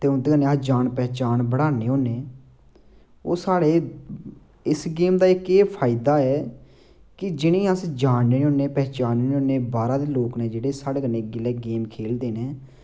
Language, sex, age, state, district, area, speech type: Dogri, male, 18-30, Jammu and Kashmir, Samba, rural, spontaneous